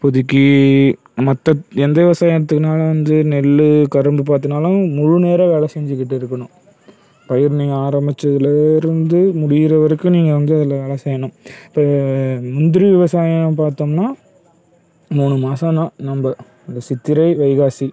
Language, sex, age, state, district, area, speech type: Tamil, male, 30-45, Tamil Nadu, Cuddalore, rural, spontaneous